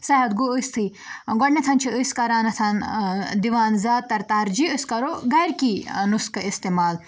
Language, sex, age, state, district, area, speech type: Kashmiri, female, 18-30, Jammu and Kashmir, Budgam, rural, spontaneous